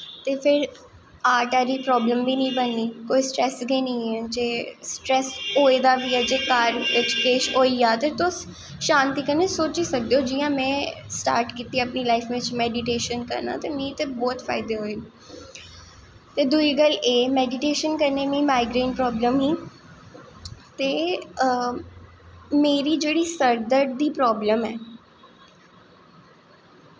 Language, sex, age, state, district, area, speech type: Dogri, female, 18-30, Jammu and Kashmir, Jammu, urban, spontaneous